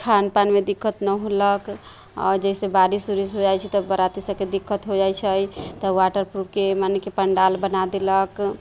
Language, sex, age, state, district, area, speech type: Maithili, female, 30-45, Bihar, Sitamarhi, rural, spontaneous